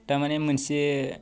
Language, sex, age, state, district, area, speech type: Bodo, male, 18-30, Assam, Baksa, rural, spontaneous